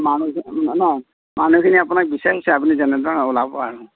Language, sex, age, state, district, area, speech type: Assamese, male, 45-60, Assam, Darrang, rural, conversation